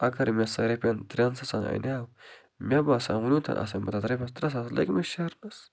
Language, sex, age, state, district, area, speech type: Kashmiri, male, 30-45, Jammu and Kashmir, Baramulla, rural, spontaneous